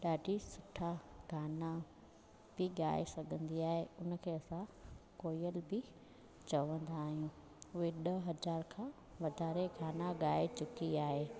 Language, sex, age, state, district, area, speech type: Sindhi, female, 30-45, Gujarat, Junagadh, urban, spontaneous